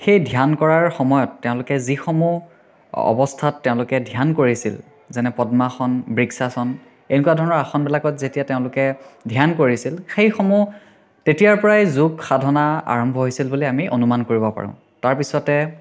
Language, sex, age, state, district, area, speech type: Assamese, male, 18-30, Assam, Biswanath, rural, spontaneous